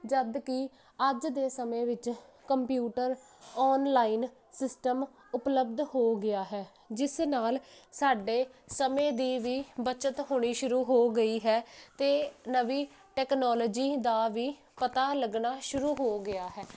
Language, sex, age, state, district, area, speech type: Punjabi, female, 18-30, Punjab, Jalandhar, urban, spontaneous